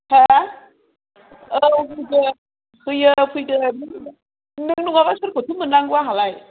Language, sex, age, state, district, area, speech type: Bodo, female, 30-45, Assam, Kokrajhar, rural, conversation